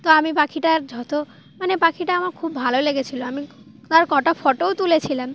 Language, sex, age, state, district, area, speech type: Bengali, female, 18-30, West Bengal, Dakshin Dinajpur, urban, spontaneous